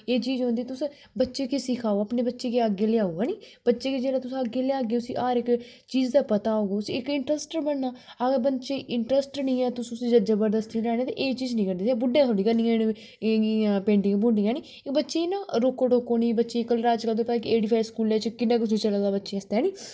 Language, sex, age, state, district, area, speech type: Dogri, female, 18-30, Jammu and Kashmir, Kathua, urban, spontaneous